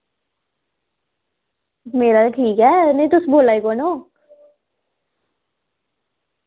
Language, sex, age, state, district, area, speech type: Dogri, female, 18-30, Jammu and Kashmir, Samba, rural, conversation